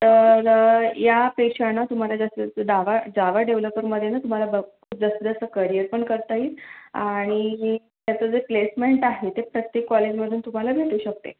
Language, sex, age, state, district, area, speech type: Marathi, female, 45-60, Maharashtra, Yavatmal, urban, conversation